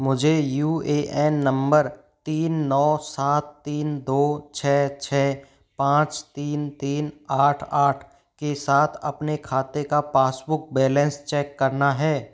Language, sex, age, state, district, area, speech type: Hindi, male, 18-30, Rajasthan, Jaipur, urban, read